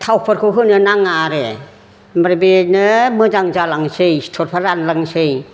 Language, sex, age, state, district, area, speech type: Bodo, female, 60+, Assam, Chirang, urban, spontaneous